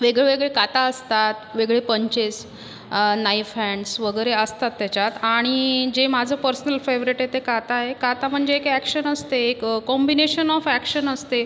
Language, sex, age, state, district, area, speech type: Marathi, female, 30-45, Maharashtra, Buldhana, rural, spontaneous